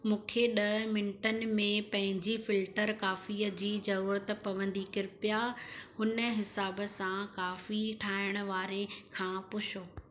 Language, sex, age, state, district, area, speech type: Sindhi, female, 30-45, Gujarat, Surat, urban, read